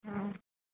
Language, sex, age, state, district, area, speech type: Urdu, female, 45-60, Uttar Pradesh, Rampur, urban, conversation